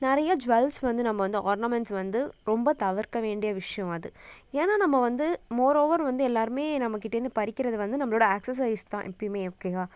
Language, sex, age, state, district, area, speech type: Tamil, female, 18-30, Tamil Nadu, Nagapattinam, rural, spontaneous